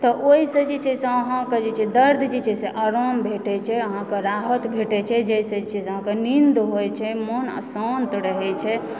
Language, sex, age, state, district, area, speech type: Maithili, female, 30-45, Bihar, Supaul, rural, spontaneous